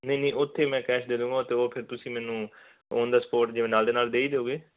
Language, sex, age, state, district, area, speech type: Punjabi, male, 18-30, Punjab, Fazilka, rural, conversation